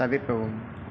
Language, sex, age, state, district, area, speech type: Tamil, male, 30-45, Tamil Nadu, Sivaganga, rural, read